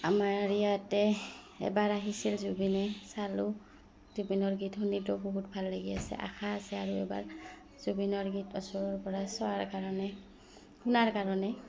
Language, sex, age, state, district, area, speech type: Assamese, female, 30-45, Assam, Goalpara, rural, spontaneous